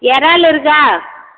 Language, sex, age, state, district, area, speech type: Tamil, female, 60+, Tamil Nadu, Salem, rural, conversation